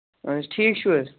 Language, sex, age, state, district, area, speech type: Kashmiri, male, 18-30, Jammu and Kashmir, Baramulla, rural, conversation